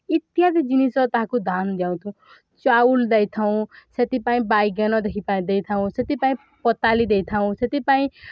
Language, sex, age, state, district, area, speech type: Odia, female, 18-30, Odisha, Balangir, urban, spontaneous